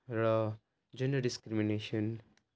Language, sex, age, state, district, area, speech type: Nepali, male, 18-30, West Bengal, Jalpaiguri, rural, spontaneous